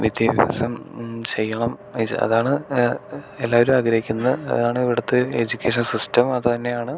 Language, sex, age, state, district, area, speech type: Malayalam, male, 18-30, Kerala, Thrissur, rural, spontaneous